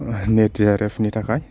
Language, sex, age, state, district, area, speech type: Bodo, male, 30-45, Assam, Kokrajhar, rural, spontaneous